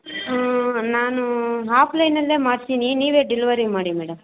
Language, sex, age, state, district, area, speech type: Kannada, female, 18-30, Karnataka, Kolar, rural, conversation